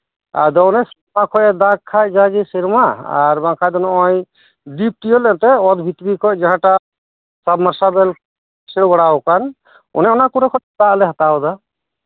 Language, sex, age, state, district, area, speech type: Santali, male, 45-60, West Bengal, Birbhum, rural, conversation